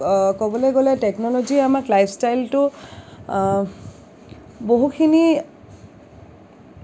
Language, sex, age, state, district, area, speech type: Assamese, female, 18-30, Assam, Kamrup Metropolitan, urban, spontaneous